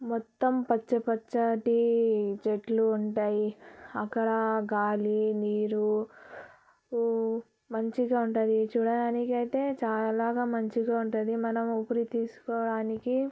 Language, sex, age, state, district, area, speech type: Telugu, female, 18-30, Telangana, Vikarabad, urban, spontaneous